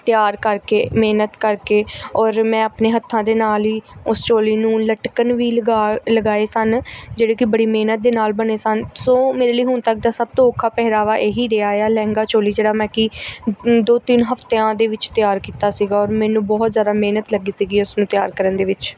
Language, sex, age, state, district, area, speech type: Punjabi, female, 18-30, Punjab, Gurdaspur, urban, spontaneous